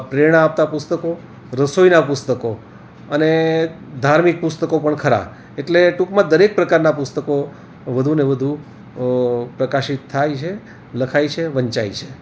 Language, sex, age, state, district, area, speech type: Gujarati, male, 60+, Gujarat, Rajkot, urban, spontaneous